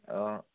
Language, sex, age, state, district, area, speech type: Bodo, male, 30-45, Assam, Chirang, rural, conversation